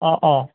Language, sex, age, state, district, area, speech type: Assamese, male, 30-45, Assam, Charaideo, urban, conversation